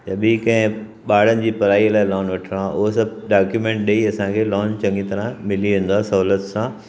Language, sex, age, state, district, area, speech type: Sindhi, male, 60+, Maharashtra, Mumbai Suburban, urban, spontaneous